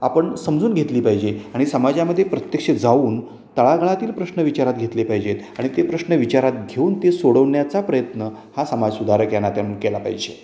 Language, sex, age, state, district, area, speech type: Marathi, male, 60+, Maharashtra, Satara, urban, spontaneous